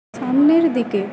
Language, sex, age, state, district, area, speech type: Bengali, female, 18-30, West Bengal, Purba Bardhaman, rural, read